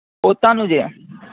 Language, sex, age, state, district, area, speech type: Gujarati, male, 18-30, Gujarat, Ahmedabad, urban, conversation